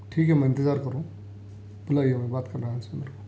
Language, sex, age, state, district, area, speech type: Urdu, male, 45-60, Telangana, Hyderabad, urban, spontaneous